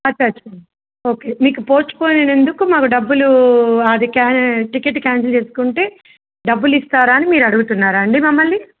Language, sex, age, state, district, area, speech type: Telugu, female, 30-45, Telangana, Medak, rural, conversation